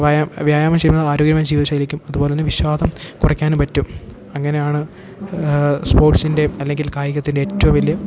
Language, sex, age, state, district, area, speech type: Malayalam, male, 18-30, Kerala, Idukki, rural, spontaneous